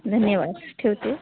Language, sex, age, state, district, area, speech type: Marathi, female, 30-45, Maharashtra, Hingoli, urban, conversation